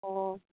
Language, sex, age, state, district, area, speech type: Manipuri, female, 30-45, Manipur, Churachandpur, rural, conversation